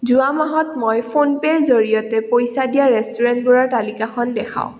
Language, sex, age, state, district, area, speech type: Assamese, female, 18-30, Assam, Udalguri, rural, read